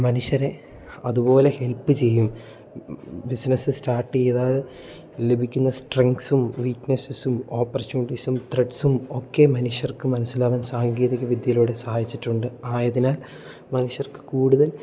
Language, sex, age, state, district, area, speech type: Malayalam, male, 18-30, Kerala, Idukki, rural, spontaneous